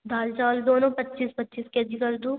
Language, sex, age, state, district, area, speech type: Hindi, female, 18-30, Madhya Pradesh, Betul, urban, conversation